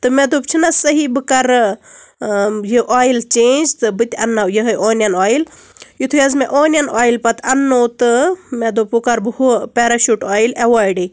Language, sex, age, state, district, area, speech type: Kashmiri, female, 30-45, Jammu and Kashmir, Baramulla, rural, spontaneous